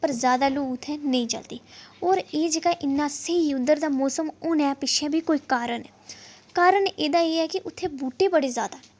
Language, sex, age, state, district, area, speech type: Dogri, female, 30-45, Jammu and Kashmir, Udhampur, urban, spontaneous